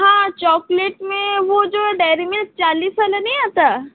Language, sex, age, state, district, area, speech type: Hindi, female, 18-30, Madhya Pradesh, Seoni, urban, conversation